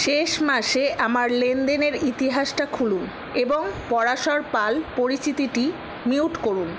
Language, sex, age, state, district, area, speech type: Bengali, female, 60+, West Bengal, Paschim Bardhaman, rural, read